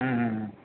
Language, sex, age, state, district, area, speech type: Gujarati, male, 30-45, Gujarat, Ahmedabad, urban, conversation